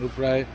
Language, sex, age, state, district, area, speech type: Assamese, male, 60+, Assam, Udalguri, rural, spontaneous